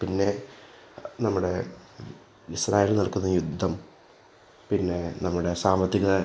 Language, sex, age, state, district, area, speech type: Malayalam, male, 18-30, Kerala, Thrissur, urban, spontaneous